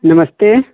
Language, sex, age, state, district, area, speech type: Hindi, male, 45-60, Uttar Pradesh, Lucknow, urban, conversation